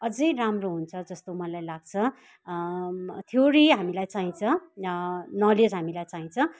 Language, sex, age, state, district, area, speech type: Nepali, female, 45-60, West Bengal, Kalimpong, rural, spontaneous